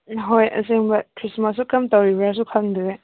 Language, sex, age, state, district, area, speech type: Manipuri, female, 18-30, Manipur, Senapati, urban, conversation